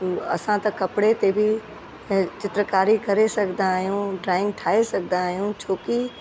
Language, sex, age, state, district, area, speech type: Sindhi, female, 60+, Uttar Pradesh, Lucknow, urban, spontaneous